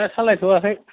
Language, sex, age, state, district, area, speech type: Bodo, male, 60+, Assam, Kokrajhar, rural, conversation